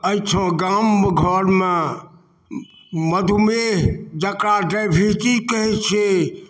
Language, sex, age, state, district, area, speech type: Maithili, male, 60+, Bihar, Darbhanga, rural, spontaneous